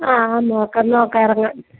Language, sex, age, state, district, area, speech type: Malayalam, female, 30-45, Kerala, Alappuzha, rural, conversation